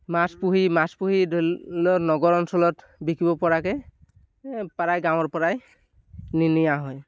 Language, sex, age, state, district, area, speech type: Assamese, male, 18-30, Assam, Dibrugarh, urban, spontaneous